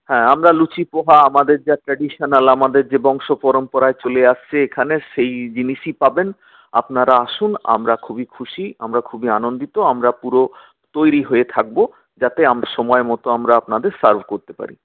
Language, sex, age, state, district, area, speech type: Bengali, male, 45-60, West Bengal, Paschim Bardhaman, urban, conversation